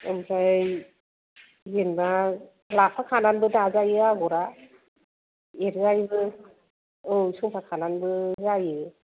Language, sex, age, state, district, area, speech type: Bodo, female, 45-60, Assam, Kokrajhar, urban, conversation